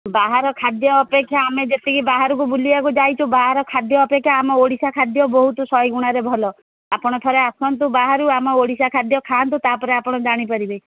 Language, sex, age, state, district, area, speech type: Odia, female, 45-60, Odisha, Angul, rural, conversation